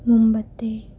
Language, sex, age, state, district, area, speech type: Malayalam, female, 18-30, Kerala, Palakkad, rural, read